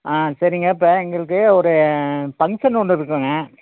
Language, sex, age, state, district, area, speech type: Tamil, male, 60+, Tamil Nadu, Coimbatore, rural, conversation